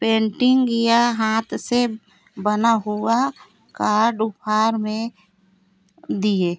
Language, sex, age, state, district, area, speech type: Hindi, female, 45-60, Madhya Pradesh, Seoni, urban, spontaneous